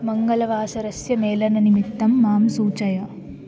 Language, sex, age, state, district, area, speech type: Sanskrit, female, 18-30, Maharashtra, Washim, urban, read